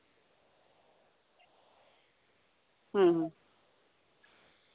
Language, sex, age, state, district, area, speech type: Santali, female, 18-30, West Bengal, Birbhum, rural, conversation